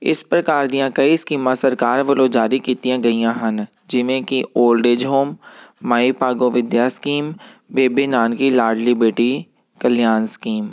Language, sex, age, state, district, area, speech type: Punjabi, male, 30-45, Punjab, Tarn Taran, urban, spontaneous